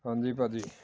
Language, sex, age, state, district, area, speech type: Punjabi, male, 45-60, Punjab, Amritsar, urban, spontaneous